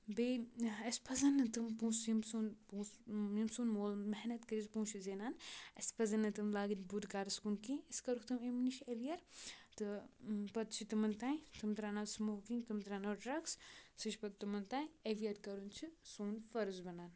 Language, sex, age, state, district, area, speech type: Kashmiri, female, 18-30, Jammu and Kashmir, Kupwara, rural, spontaneous